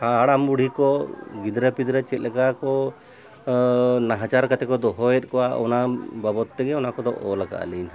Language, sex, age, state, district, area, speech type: Santali, male, 60+, Jharkhand, Bokaro, rural, spontaneous